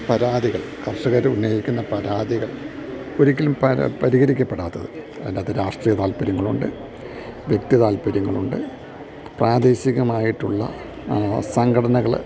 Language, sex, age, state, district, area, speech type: Malayalam, male, 60+, Kerala, Idukki, rural, spontaneous